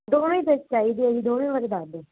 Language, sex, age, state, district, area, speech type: Punjabi, female, 18-30, Punjab, Muktsar, urban, conversation